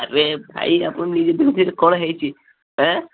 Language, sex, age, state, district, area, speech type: Odia, male, 18-30, Odisha, Balasore, rural, conversation